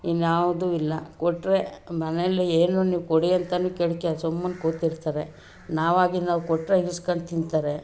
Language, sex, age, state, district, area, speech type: Kannada, female, 60+, Karnataka, Mandya, urban, spontaneous